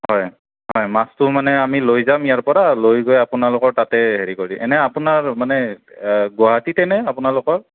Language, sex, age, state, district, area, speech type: Assamese, male, 30-45, Assam, Kamrup Metropolitan, urban, conversation